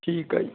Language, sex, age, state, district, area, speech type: Punjabi, male, 60+, Punjab, Bathinda, rural, conversation